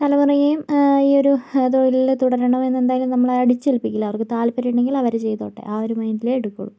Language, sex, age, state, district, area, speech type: Malayalam, female, 45-60, Kerala, Kozhikode, urban, spontaneous